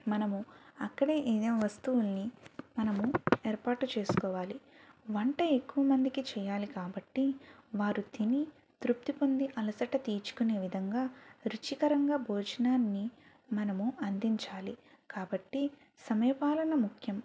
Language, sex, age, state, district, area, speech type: Telugu, female, 18-30, Andhra Pradesh, Eluru, rural, spontaneous